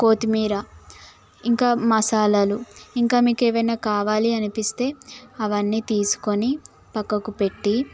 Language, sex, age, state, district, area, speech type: Telugu, female, 18-30, Telangana, Mahbubnagar, rural, spontaneous